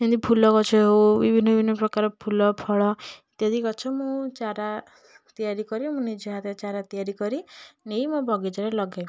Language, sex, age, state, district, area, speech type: Odia, female, 18-30, Odisha, Puri, urban, spontaneous